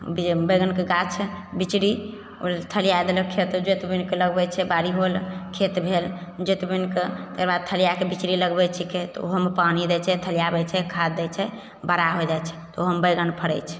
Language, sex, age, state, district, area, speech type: Maithili, female, 30-45, Bihar, Begusarai, rural, spontaneous